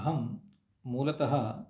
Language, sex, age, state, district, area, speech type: Sanskrit, male, 45-60, Andhra Pradesh, Kurnool, rural, spontaneous